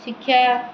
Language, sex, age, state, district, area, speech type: Odia, female, 30-45, Odisha, Kendrapara, urban, spontaneous